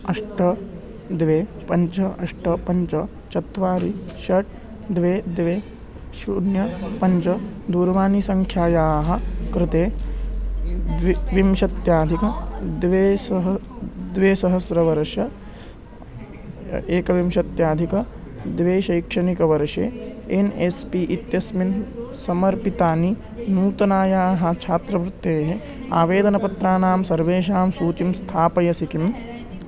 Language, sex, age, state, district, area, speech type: Sanskrit, male, 18-30, Maharashtra, Beed, urban, read